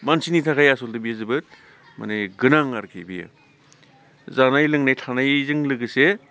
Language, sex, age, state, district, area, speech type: Bodo, male, 45-60, Assam, Baksa, urban, spontaneous